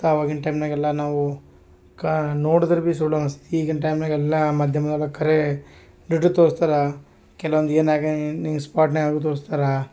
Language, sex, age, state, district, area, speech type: Kannada, male, 30-45, Karnataka, Gulbarga, urban, spontaneous